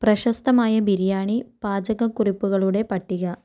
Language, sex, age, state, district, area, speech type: Malayalam, female, 45-60, Kerala, Kozhikode, urban, read